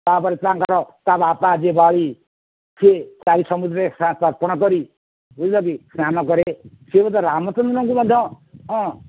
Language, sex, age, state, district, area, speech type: Odia, male, 60+, Odisha, Nayagarh, rural, conversation